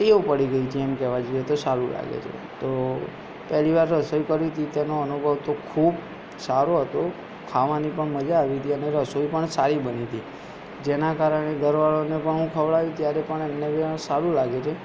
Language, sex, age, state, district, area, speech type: Gujarati, male, 18-30, Gujarat, Aravalli, urban, spontaneous